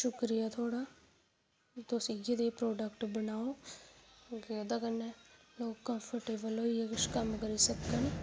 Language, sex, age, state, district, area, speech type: Dogri, female, 18-30, Jammu and Kashmir, Udhampur, rural, spontaneous